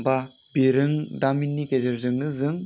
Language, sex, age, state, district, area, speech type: Bodo, male, 18-30, Assam, Chirang, urban, spontaneous